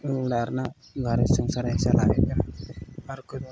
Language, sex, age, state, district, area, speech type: Santali, male, 18-30, Jharkhand, Pakur, rural, spontaneous